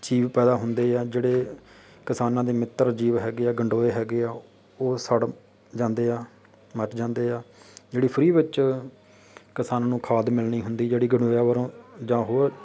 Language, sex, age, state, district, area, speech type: Punjabi, male, 30-45, Punjab, Faridkot, urban, spontaneous